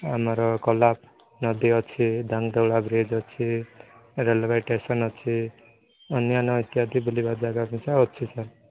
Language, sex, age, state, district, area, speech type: Odia, male, 18-30, Odisha, Koraput, urban, conversation